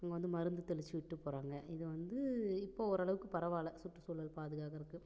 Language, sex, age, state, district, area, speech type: Tamil, female, 30-45, Tamil Nadu, Namakkal, rural, spontaneous